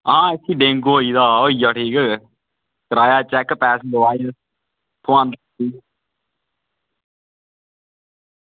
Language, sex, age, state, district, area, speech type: Dogri, male, 30-45, Jammu and Kashmir, Udhampur, rural, conversation